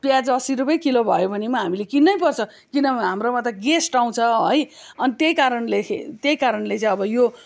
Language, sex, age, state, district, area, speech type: Nepali, female, 45-60, West Bengal, Kalimpong, rural, spontaneous